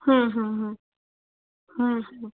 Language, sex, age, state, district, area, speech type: Bengali, female, 45-60, West Bengal, Darjeeling, rural, conversation